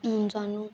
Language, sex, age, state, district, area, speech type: Dogri, female, 18-30, Jammu and Kashmir, Kathua, rural, spontaneous